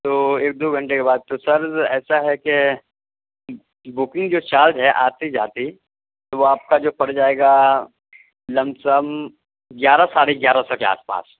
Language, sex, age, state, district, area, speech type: Urdu, male, 30-45, Delhi, Central Delhi, urban, conversation